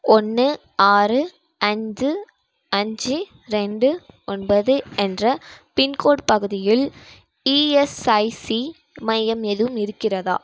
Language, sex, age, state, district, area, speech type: Tamil, female, 18-30, Tamil Nadu, Ariyalur, rural, read